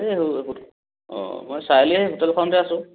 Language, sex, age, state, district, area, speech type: Assamese, male, 30-45, Assam, Sivasagar, rural, conversation